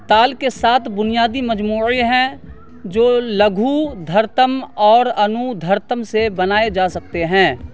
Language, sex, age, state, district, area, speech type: Urdu, male, 30-45, Bihar, Saharsa, urban, read